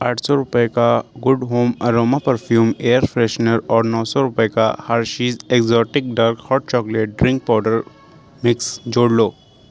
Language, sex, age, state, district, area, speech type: Urdu, male, 18-30, Uttar Pradesh, Shahjahanpur, urban, read